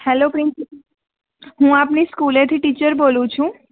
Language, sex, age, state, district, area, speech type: Gujarati, female, 18-30, Gujarat, Junagadh, urban, conversation